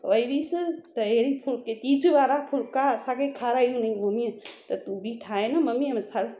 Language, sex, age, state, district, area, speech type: Sindhi, female, 30-45, Gujarat, Surat, urban, spontaneous